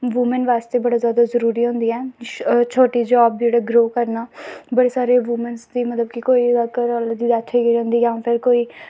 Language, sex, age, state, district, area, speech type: Dogri, female, 18-30, Jammu and Kashmir, Samba, rural, spontaneous